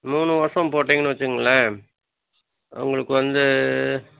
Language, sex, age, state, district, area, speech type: Tamil, male, 60+, Tamil Nadu, Dharmapuri, rural, conversation